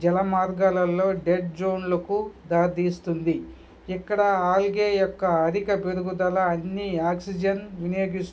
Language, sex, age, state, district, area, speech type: Telugu, male, 30-45, Andhra Pradesh, Kadapa, rural, spontaneous